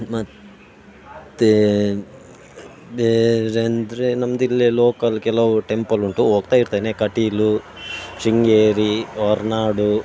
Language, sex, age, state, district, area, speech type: Kannada, male, 30-45, Karnataka, Dakshina Kannada, rural, spontaneous